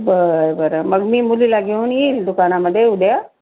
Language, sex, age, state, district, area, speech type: Marathi, female, 60+, Maharashtra, Nanded, urban, conversation